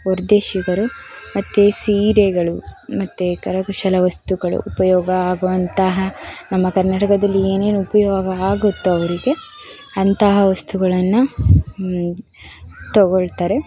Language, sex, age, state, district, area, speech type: Kannada, female, 18-30, Karnataka, Davanagere, urban, spontaneous